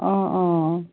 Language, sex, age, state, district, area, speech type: Assamese, female, 45-60, Assam, Biswanath, rural, conversation